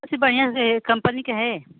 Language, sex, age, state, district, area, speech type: Hindi, female, 45-60, Uttar Pradesh, Ghazipur, rural, conversation